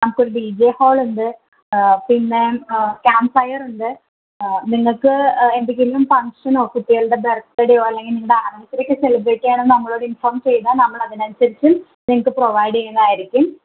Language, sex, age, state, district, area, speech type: Malayalam, female, 18-30, Kerala, Ernakulam, rural, conversation